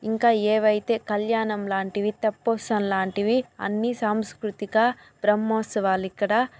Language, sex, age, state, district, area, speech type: Telugu, female, 45-60, Andhra Pradesh, Chittoor, rural, spontaneous